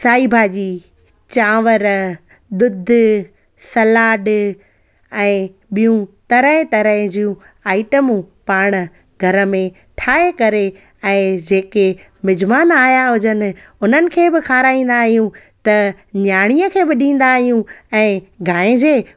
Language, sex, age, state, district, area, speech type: Sindhi, female, 30-45, Gujarat, Junagadh, rural, spontaneous